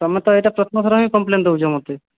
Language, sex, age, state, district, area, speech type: Odia, male, 18-30, Odisha, Boudh, rural, conversation